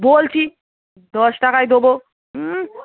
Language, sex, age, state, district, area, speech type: Bengali, female, 18-30, West Bengal, Darjeeling, rural, conversation